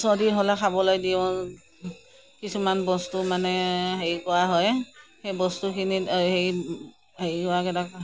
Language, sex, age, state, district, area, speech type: Assamese, female, 60+, Assam, Morigaon, rural, spontaneous